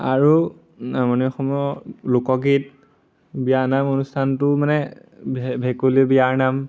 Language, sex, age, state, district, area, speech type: Assamese, male, 18-30, Assam, Majuli, urban, spontaneous